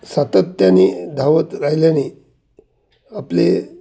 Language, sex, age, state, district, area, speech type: Marathi, male, 60+, Maharashtra, Ahmednagar, urban, spontaneous